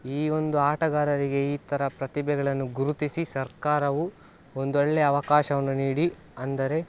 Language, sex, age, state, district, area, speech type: Kannada, male, 18-30, Karnataka, Dakshina Kannada, rural, spontaneous